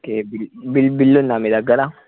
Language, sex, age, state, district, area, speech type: Telugu, male, 18-30, Telangana, Medchal, urban, conversation